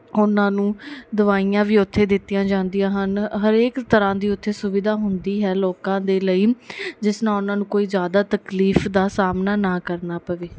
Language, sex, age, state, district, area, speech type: Punjabi, female, 18-30, Punjab, Mansa, urban, spontaneous